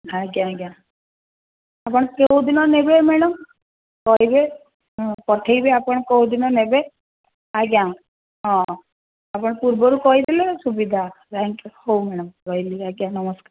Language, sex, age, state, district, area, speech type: Odia, female, 30-45, Odisha, Cuttack, urban, conversation